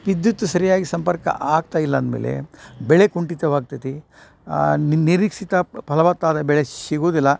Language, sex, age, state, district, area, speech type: Kannada, male, 60+, Karnataka, Dharwad, rural, spontaneous